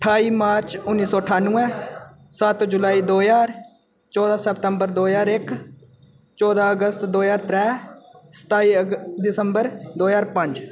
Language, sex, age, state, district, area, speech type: Dogri, male, 18-30, Jammu and Kashmir, Udhampur, rural, spontaneous